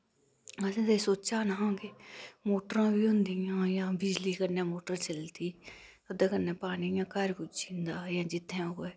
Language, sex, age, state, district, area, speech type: Dogri, female, 30-45, Jammu and Kashmir, Udhampur, rural, spontaneous